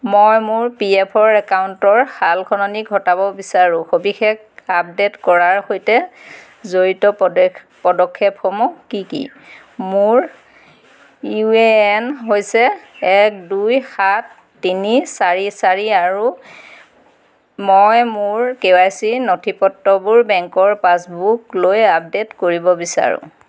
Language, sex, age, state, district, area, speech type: Assamese, female, 45-60, Assam, Golaghat, rural, read